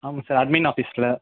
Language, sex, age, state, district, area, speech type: Tamil, male, 30-45, Tamil Nadu, Ariyalur, rural, conversation